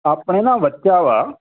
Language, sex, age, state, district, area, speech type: Punjabi, male, 45-60, Punjab, Moga, rural, conversation